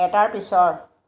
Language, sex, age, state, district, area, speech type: Assamese, female, 45-60, Assam, Jorhat, urban, read